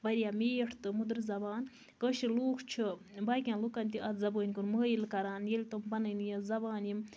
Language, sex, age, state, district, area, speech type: Kashmiri, female, 30-45, Jammu and Kashmir, Baramulla, rural, spontaneous